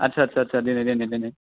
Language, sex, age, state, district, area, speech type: Bodo, male, 18-30, Assam, Chirang, urban, conversation